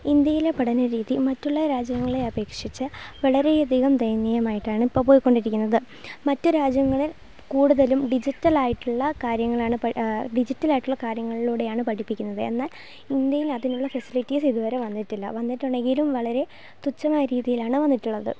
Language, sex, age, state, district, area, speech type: Malayalam, female, 18-30, Kerala, Wayanad, rural, spontaneous